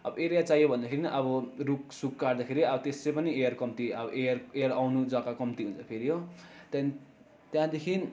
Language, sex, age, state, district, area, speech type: Nepali, male, 30-45, West Bengal, Darjeeling, rural, spontaneous